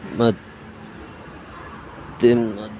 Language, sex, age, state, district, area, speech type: Kannada, male, 30-45, Karnataka, Dakshina Kannada, rural, spontaneous